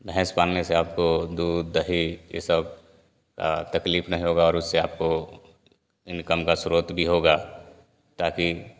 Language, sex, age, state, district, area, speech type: Hindi, male, 30-45, Bihar, Vaishali, urban, spontaneous